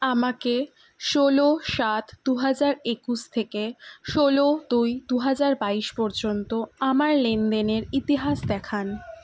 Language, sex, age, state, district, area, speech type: Bengali, female, 18-30, West Bengal, Kolkata, urban, read